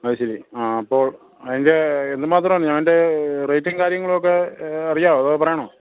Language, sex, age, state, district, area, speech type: Malayalam, male, 45-60, Kerala, Kottayam, rural, conversation